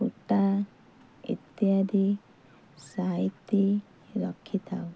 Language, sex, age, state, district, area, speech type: Odia, female, 30-45, Odisha, Kendrapara, urban, spontaneous